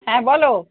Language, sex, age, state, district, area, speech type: Bengali, female, 45-60, West Bengal, Darjeeling, urban, conversation